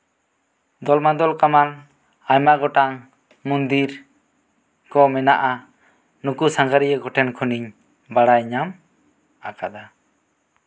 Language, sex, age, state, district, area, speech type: Santali, male, 18-30, West Bengal, Bankura, rural, spontaneous